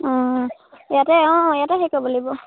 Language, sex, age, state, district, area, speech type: Assamese, female, 18-30, Assam, Sivasagar, rural, conversation